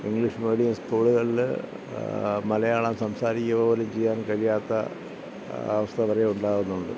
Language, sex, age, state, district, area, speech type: Malayalam, male, 60+, Kerala, Thiruvananthapuram, rural, spontaneous